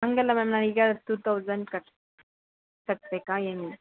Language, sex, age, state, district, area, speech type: Kannada, female, 30-45, Karnataka, Bellary, rural, conversation